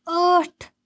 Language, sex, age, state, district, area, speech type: Kashmiri, female, 18-30, Jammu and Kashmir, Baramulla, urban, read